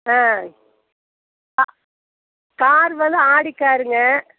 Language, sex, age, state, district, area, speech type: Tamil, female, 30-45, Tamil Nadu, Coimbatore, rural, conversation